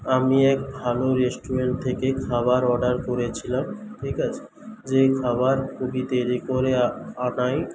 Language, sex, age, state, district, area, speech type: Bengali, male, 18-30, West Bengal, Paschim Medinipur, rural, spontaneous